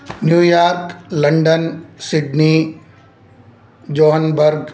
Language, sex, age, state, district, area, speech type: Sanskrit, male, 45-60, Andhra Pradesh, Kurnool, urban, spontaneous